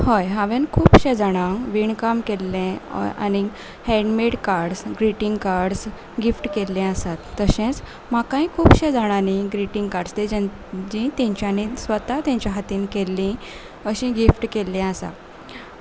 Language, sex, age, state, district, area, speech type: Goan Konkani, female, 18-30, Goa, Salcete, urban, spontaneous